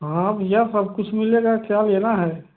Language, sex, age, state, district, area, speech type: Hindi, male, 30-45, Uttar Pradesh, Prayagraj, rural, conversation